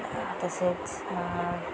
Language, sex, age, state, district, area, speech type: Marathi, female, 30-45, Maharashtra, Ratnagiri, rural, spontaneous